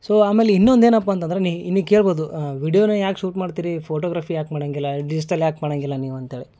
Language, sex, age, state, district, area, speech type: Kannada, male, 30-45, Karnataka, Gulbarga, urban, spontaneous